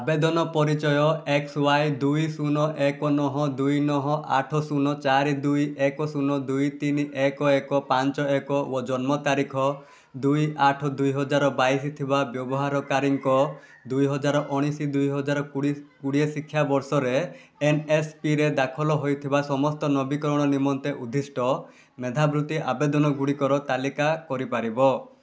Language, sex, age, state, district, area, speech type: Odia, male, 18-30, Odisha, Rayagada, urban, read